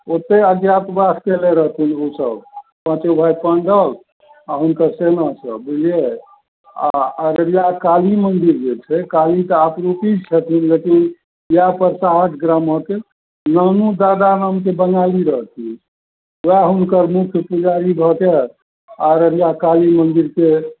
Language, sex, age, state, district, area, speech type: Maithili, male, 60+, Bihar, Araria, rural, conversation